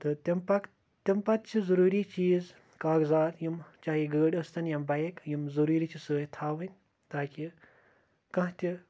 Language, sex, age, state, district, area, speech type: Kashmiri, male, 18-30, Jammu and Kashmir, Kupwara, rural, spontaneous